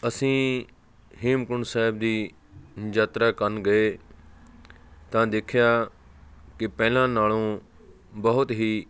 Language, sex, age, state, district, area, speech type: Punjabi, male, 45-60, Punjab, Fatehgarh Sahib, rural, spontaneous